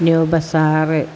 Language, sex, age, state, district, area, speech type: Malayalam, female, 60+, Kerala, Malappuram, rural, spontaneous